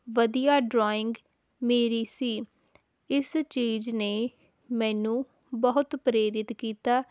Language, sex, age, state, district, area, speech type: Punjabi, female, 18-30, Punjab, Hoshiarpur, rural, spontaneous